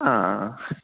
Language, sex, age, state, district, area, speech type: Malayalam, male, 18-30, Kerala, Idukki, rural, conversation